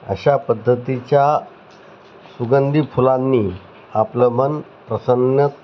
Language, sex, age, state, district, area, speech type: Marathi, male, 30-45, Maharashtra, Osmanabad, rural, spontaneous